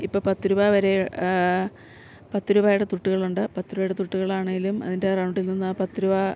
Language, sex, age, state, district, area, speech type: Malayalam, female, 45-60, Kerala, Idukki, rural, spontaneous